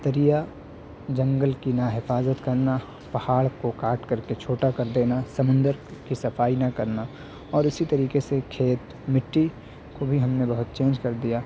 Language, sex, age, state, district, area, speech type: Urdu, male, 18-30, Delhi, South Delhi, urban, spontaneous